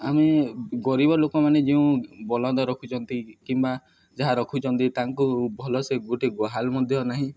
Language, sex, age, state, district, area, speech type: Odia, male, 18-30, Odisha, Nuapada, urban, spontaneous